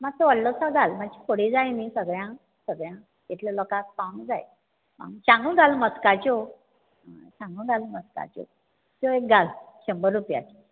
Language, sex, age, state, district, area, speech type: Goan Konkani, female, 60+, Goa, Bardez, rural, conversation